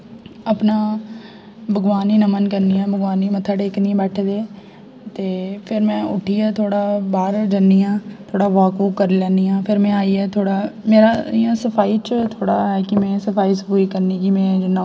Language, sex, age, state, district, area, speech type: Dogri, female, 18-30, Jammu and Kashmir, Jammu, rural, spontaneous